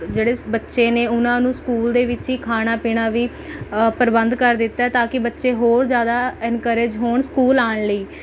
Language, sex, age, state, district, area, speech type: Punjabi, female, 18-30, Punjab, Rupnagar, rural, spontaneous